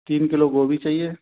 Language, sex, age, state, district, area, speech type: Hindi, male, 45-60, Madhya Pradesh, Gwalior, rural, conversation